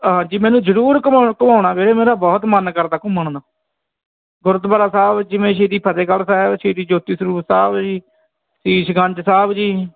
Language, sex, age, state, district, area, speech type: Punjabi, male, 18-30, Punjab, Fatehgarh Sahib, rural, conversation